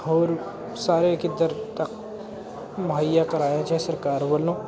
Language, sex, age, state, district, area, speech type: Punjabi, male, 18-30, Punjab, Ludhiana, urban, spontaneous